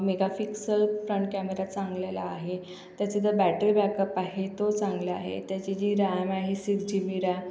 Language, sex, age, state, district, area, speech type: Marathi, female, 45-60, Maharashtra, Akola, urban, spontaneous